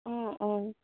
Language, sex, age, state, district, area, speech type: Assamese, female, 18-30, Assam, Golaghat, urban, conversation